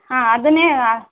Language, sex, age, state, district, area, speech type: Kannada, female, 18-30, Karnataka, Davanagere, rural, conversation